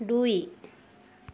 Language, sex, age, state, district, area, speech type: Assamese, female, 45-60, Assam, Dhemaji, urban, read